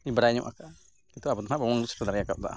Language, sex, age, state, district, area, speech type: Santali, male, 45-60, Odisha, Mayurbhanj, rural, spontaneous